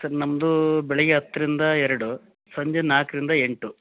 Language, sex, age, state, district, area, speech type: Kannada, male, 45-60, Karnataka, Chitradurga, rural, conversation